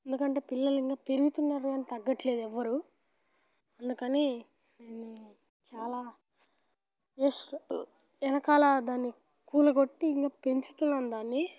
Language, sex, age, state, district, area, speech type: Telugu, male, 18-30, Telangana, Nalgonda, rural, spontaneous